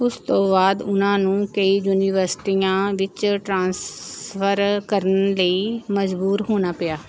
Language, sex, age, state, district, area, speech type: Punjabi, female, 45-60, Punjab, Pathankot, rural, read